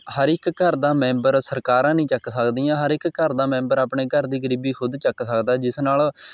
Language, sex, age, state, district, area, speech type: Punjabi, male, 18-30, Punjab, Mohali, rural, spontaneous